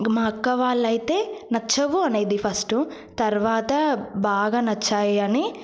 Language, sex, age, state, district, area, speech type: Telugu, female, 18-30, Telangana, Yadadri Bhuvanagiri, rural, spontaneous